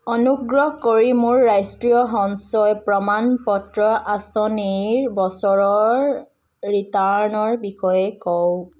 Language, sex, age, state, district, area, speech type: Assamese, female, 18-30, Assam, Dibrugarh, rural, read